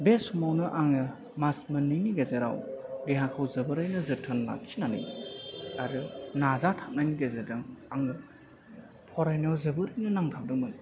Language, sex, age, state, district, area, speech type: Bodo, male, 18-30, Assam, Chirang, rural, spontaneous